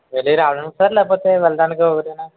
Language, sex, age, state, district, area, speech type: Telugu, male, 18-30, Andhra Pradesh, Eluru, rural, conversation